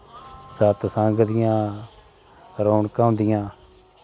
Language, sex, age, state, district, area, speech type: Dogri, male, 30-45, Jammu and Kashmir, Udhampur, rural, spontaneous